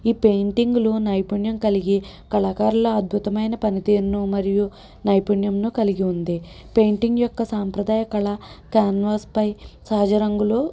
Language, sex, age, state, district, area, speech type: Telugu, female, 30-45, Andhra Pradesh, N T Rama Rao, urban, spontaneous